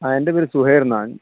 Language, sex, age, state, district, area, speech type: Malayalam, male, 30-45, Kerala, Kozhikode, urban, conversation